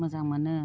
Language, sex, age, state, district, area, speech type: Bodo, female, 60+, Assam, Chirang, rural, spontaneous